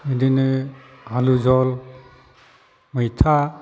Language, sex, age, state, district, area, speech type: Bodo, male, 45-60, Assam, Kokrajhar, urban, spontaneous